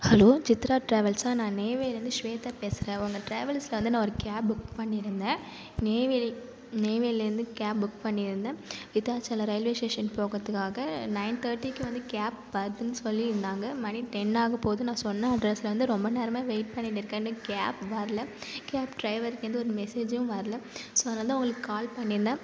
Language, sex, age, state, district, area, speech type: Tamil, female, 30-45, Tamil Nadu, Cuddalore, rural, spontaneous